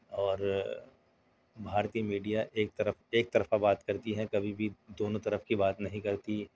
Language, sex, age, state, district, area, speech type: Urdu, male, 30-45, Delhi, South Delhi, urban, spontaneous